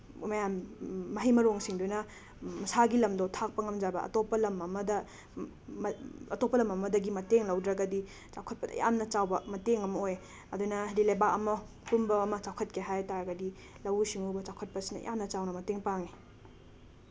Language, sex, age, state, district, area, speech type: Manipuri, female, 18-30, Manipur, Imphal West, rural, spontaneous